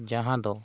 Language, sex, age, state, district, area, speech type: Santali, male, 30-45, West Bengal, Bankura, rural, spontaneous